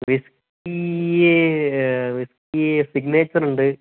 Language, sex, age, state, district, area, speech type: Malayalam, male, 18-30, Kerala, Kozhikode, rural, conversation